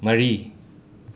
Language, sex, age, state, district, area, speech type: Manipuri, male, 30-45, Manipur, Imphal West, urban, read